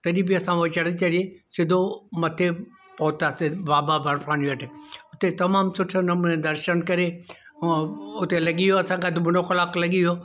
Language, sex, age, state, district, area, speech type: Sindhi, male, 60+, Madhya Pradesh, Indore, urban, spontaneous